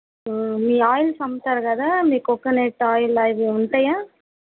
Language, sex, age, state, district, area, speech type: Telugu, female, 18-30, Andhra Pradesh, Guntur, rural, conversation